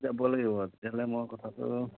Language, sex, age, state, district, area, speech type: Assamese, male, 30-45, Assam, Majuli, urban, conversation